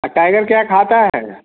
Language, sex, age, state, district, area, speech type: Hindi, male, 18-30, Bihar, Vaishali, rural, conversation